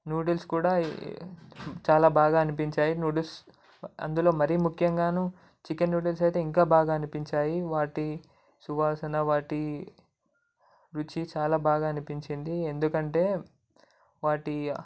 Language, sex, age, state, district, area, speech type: Telugu, male, 18-30, Telangana, Ranga Reddy, urban, spontaneous